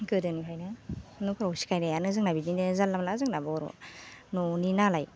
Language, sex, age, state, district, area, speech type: Bodo, female, 18-30, Assam, Baksa, rural, spontaneous